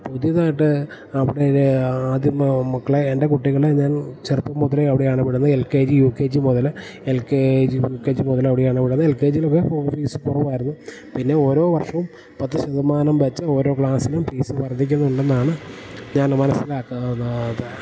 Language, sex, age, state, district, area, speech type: Malayalam, male, 30-45, Kerala, Idukki, rural, spontaneous